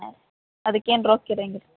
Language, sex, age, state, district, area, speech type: Kannada, female, 18-30, Karnataka, Gadag, rural, conversation